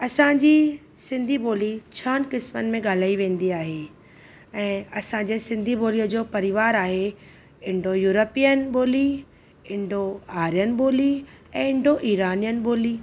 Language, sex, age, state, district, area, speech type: Sindhi, female, 45-60, Maharashtra, Thane, urban, spontaneous